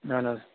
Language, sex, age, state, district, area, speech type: Kashmiri, male, 18-30, Jammu and Kashmir, Kulgam, rural, conversation